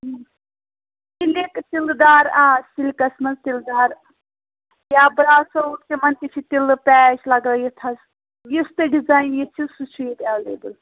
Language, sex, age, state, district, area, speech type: Kashmiri, female, 30-45, Jammu and Kashmir, Pulwama, rural, conversation